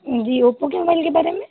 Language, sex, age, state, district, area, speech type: Hindi, other, 18-30, Madhya Pradesh, Balaghat, rural, conversation